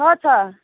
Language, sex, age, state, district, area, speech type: Nepali, female, 45-60, West Bengal, Kalimpong, rural, conversation